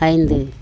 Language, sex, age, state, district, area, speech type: Tamil, female, 45-60, Tamil Nadu, Thoothukudi, rural, read